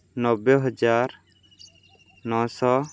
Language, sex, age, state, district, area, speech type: Odia, male, 18-30, Odisha, Balangir, urban, spontaneous